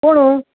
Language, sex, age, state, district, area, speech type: Goan Konkani, male, 60+, Goa, Quepem, rural, conversation